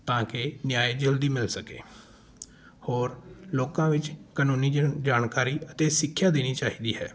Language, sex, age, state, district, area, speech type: Punjabi, male, 18-30, Punjab, Patiala, rural, spontaneous